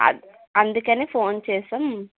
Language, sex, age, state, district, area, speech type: Telugu, female, 30-45, Andhra Pradesh, Vizianagaram, rural, conversation